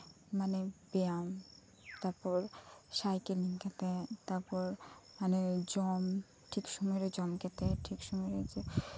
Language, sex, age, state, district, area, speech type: Santali, female, 18-30, West Bengal, Birbhum, rural, spontaneous